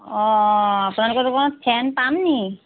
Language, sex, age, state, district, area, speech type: Assamese, female, 30-45, Assam, Golaghat, urban, conversation